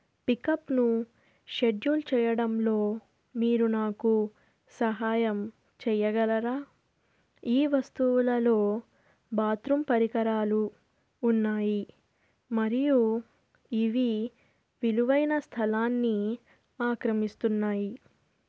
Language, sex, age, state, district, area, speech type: Telugu, female, 30-45, Andhra Pradesh, Krishna, urban, read